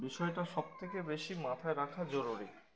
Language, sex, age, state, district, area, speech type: Bengali, male, 18-30, West Bengal, Uttar Dinajpur, urban, spontaneous